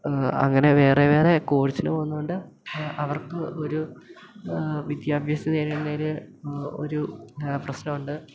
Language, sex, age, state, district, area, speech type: Malayalam, male, 18-30, Kerala, Idukki, rural, spontaneous